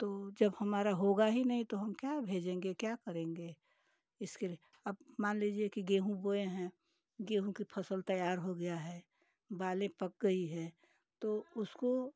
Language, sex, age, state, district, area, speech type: Hindi, female, 60+, Uttar Pradesh, Ghazipur, rural, spontaneous